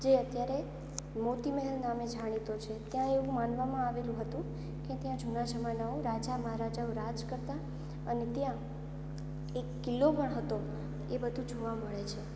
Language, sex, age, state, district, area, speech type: Gujarati, female, 18-30, Gujarat, Morbi, urban, spontaneous